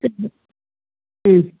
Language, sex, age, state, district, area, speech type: Tamil, female, 60+, Tamil Nadu, Sivaganga, rural, conversation